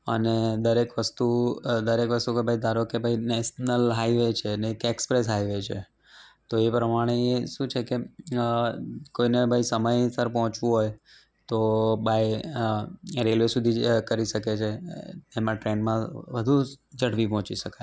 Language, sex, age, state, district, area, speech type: Gujarati, male, 30-45, Gujarat, Ahmedabad, urban, spontaneous